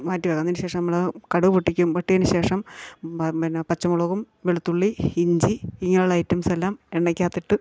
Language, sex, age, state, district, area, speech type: Malayalam, female, 45-60, Kerala, Kottayam, urban, spontaneous